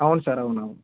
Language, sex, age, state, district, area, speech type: Telugu, male, 45-60, Andhra Pradesh, East Godavari, rural, conversation